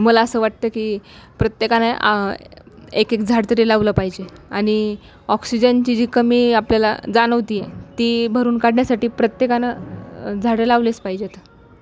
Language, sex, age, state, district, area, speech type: Marathi, female, 18-30, Maharashtra, Nanded, rural, spontaneous